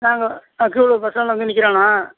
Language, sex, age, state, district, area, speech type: Tamil, male, 60+, Tamil Nadu, Nagapattinam, rural, conversation